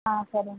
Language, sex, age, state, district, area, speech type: Tamil, female, 45-60, Tamil Nadu, Pudukkottai, urban, conversation